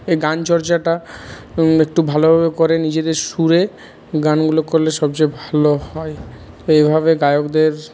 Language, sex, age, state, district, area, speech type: Bengali, male, 30-45, West Bengal, Purulia, urban, spontaneous